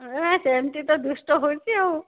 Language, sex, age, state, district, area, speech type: Odia, female, 30-45, Odisha, Dhenkanal, rural, conversation